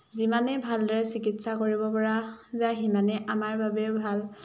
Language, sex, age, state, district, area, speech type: Assamese, female, 18-30, Assam, Dhemaji, urban, spontaneous